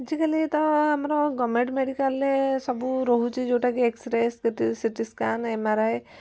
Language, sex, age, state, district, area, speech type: Odia, female, 18-30, Odisha, Kendujhar, urban, spontaneous